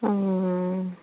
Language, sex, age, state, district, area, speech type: Assamese, female, 45-60, Assam, Dibrugarh, rural, conversation